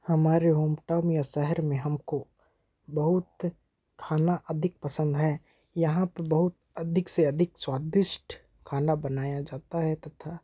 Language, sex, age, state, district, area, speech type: Hindi, male, 18-30, Madhya Pradesh, Bhopal, rural, spontaneous